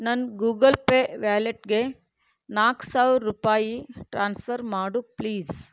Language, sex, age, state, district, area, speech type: Kannada, female, 60+, Karnataka, Shimoga, rural, read